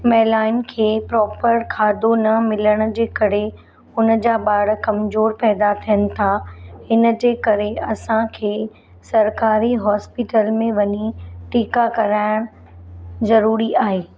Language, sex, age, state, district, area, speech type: Sindhi, female, 30-45, Maharashtra, Mumbai Suburban, urban, spontaneous